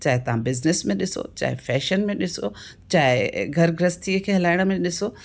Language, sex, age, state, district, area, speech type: Sindhi, female, 60+, Rajasthan, Ajmer, urban, spontaneous